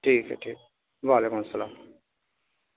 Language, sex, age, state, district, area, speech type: Urdu, male, 18-30, Delhi, South Delhi, rural, conversation